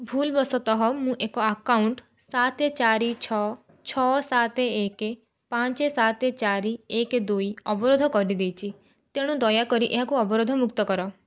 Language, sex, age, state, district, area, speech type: Odia, female, 18-30, Odisha, Cuttack, urban, read